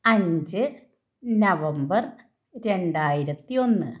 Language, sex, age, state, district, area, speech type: Malayalam, female, 30-45, Kerala, Kannur, urban, spontaneous